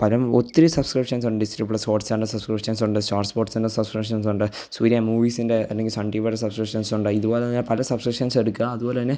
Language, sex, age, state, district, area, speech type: Malayalam, male, 18-30, Kerala, Pathanamthitta, rural, spontaneous